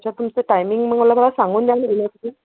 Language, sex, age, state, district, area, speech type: Marathi, female, 30-45, Maharashtra, Wardha, urban, conversation